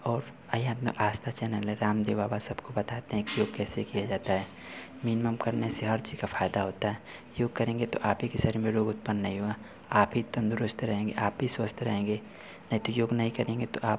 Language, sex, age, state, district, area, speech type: Hindi, male, 30-45, Uttar Pradesh, Mau, rural, spontaneous